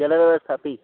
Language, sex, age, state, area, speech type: Sanskrit, male, 18-30, Chhattisgarh, urban, conversation